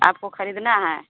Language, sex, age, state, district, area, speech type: Hindi, female, 30-45, Bihar, Vaishali, rural, conversation